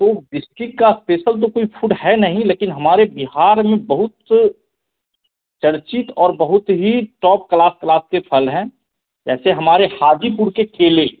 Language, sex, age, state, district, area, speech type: Hindi, male, 18-30, Bihar, Begusarai, rural, conversation